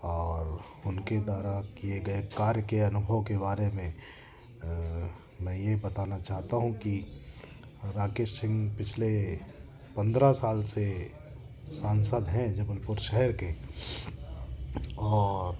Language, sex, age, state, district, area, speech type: Hindi, male, 45-60, Madhya Pradesh, Jabalpur, urban, spontaneous